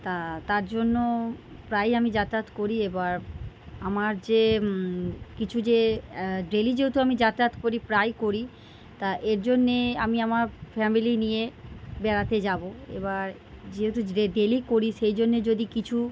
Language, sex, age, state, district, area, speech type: Bengali, female, 30-45, West Bengal, North 24 Parganas, urban, spontaneous